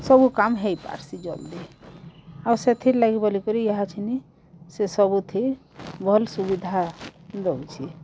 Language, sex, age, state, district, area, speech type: Odia, female, 45-60, Odisha, Bargarh, urban, spontaneous